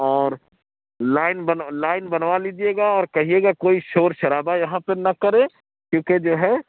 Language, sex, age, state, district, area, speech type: Urdu, male, 60+, Uttar Pradesh, Lucknow, urban, conversation